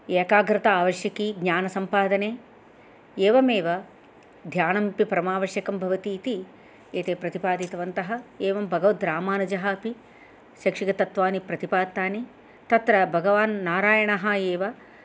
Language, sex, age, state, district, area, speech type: Sanskrit, female, 60+, Andhra Pradesh, Chittoor, urban, spontaneous